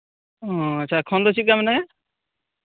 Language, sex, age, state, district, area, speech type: Santali, male, 18-30, West Bengal, Birbhum, rural, conversation